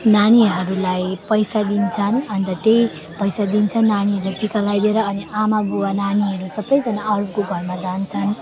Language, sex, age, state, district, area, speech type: Nepali, female, 18-30, West Bengal, Alipurduar, urban, spontaneous